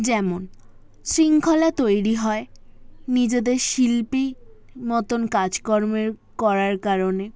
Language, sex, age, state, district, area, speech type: Bengali, female, 18-30, West Bengal, South 24 Parganas, urban, spontaneous